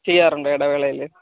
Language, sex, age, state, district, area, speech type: Malayalam, male, 30-45, Kerala, Alappuzha, rural, conversation